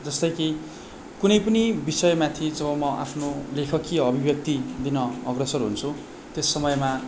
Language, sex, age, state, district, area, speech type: Nepali, male, 18-30, West Bengal, Darjeeling, rural, spontaneous